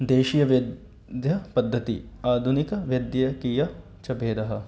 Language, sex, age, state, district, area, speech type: Sanskrit, male, 18-30, Madhya Pradesh, Ujjain, urban, spontaneous